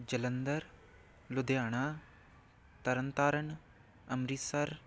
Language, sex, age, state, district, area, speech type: Punjabi, male, 18-30, Punjab, Amritsar, urban, spontaneous